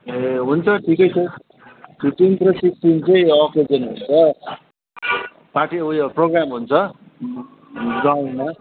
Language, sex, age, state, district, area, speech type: Nepali, male, 45-60, West Bengal, Kalimpong, rural, conversation